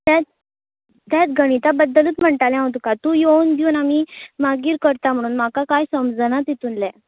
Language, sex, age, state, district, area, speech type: Goan Konkani, female, 18-30, Goa, Tiswadi, rural, conversation